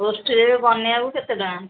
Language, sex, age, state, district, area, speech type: Odia, female, 30-45, Odisha, Sundergarh, urban, conversation